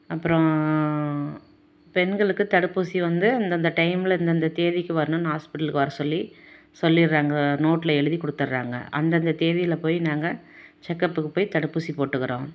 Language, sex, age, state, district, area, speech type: Tamil, female, 30-45, Tamil Nadu, Salem, rural, spontaneous